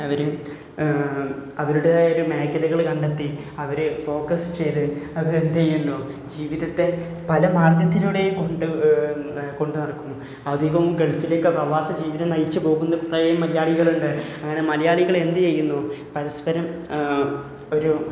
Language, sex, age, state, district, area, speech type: Malayalam, male, 18-30, Kerala, Malappuram, rural, spontaneous